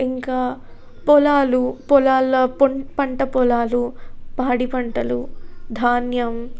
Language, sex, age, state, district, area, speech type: Telugu, female, 18-30, Telangana, Jagtial, rural, spontaneous